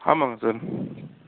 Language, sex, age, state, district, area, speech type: Tamil, male, 45-60, Tamil Nadu, Sivaganga, urban, conversation